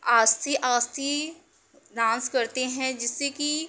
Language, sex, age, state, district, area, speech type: Hindi, female, 30-45, Uttar Pradesh, Mirzapur, rural, spontaneous